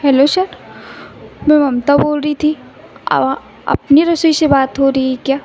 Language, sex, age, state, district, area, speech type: Hindi, female, 18-30, Madhya Pradesh, Chhindwara, urban, spontaneous